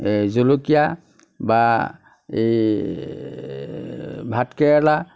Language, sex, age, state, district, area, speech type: Assamese, male, 60+, Assam, Nagaon, rural, spontaneous